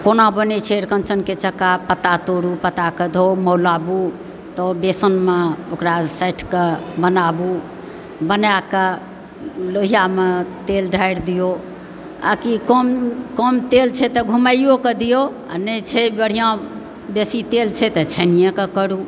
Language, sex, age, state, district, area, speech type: Maithili, female, 60+, Bihar, Supaul, rural, spontaneous